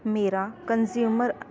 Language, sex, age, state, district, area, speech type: Punjabi, female, 30-45, Punjab, Jalandhar, rural, read